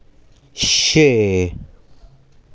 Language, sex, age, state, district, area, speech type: Dogri, male, 18-30, Jammu and Kashmir, Samba, urban, read